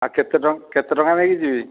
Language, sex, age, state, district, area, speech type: Odia, male, 60+, Odisha, Dhenkanal, rural, conversation